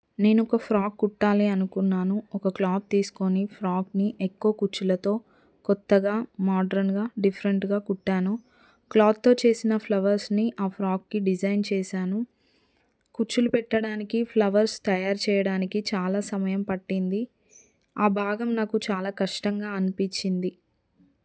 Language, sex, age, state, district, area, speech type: Telugu, female, 30-45, Telangana, Adilabad, rural, spontaneous